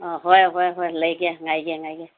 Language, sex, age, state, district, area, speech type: Manipuri, female, 45-60, Manipur, Senapati, rural, conversation